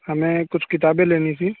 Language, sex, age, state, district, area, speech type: Urdu, male, 18-30, Uttar Pradesh, Saharanpur, urban, conversation